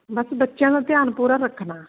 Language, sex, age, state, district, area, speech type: Punjabi, female, 60+, Punjab, Barnala, rural, conversation